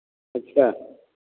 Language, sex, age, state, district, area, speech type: Hindi, male, 60+, Uttar Pradesh, Lucknow, rural, conversation